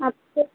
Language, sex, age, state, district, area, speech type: Hindi, female, 18-30, Madhya Pradesh, Hoshangabad, urban, conversation